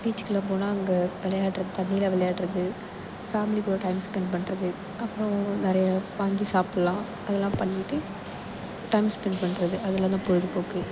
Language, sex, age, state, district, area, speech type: Tamil, female, 18-30, Tamil Nadu, Perambalur, urban, spontaneous